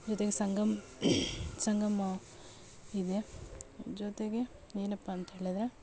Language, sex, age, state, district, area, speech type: Kannada, female, 30-45, Karnataka, Mandya, urban, spontaneous